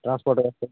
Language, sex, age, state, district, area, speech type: Kannada, male, 45-60, Karnataka, Raichur, rural, conversation